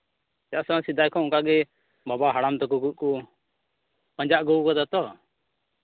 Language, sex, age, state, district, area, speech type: Santali, male, 30-45, West Bengal, Purba Bardhaman, rural, conversation